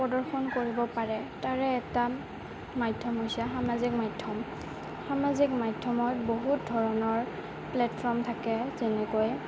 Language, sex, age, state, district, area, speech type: Assamese, female, 18-30, Assam, Goalpara, urban, spontaneous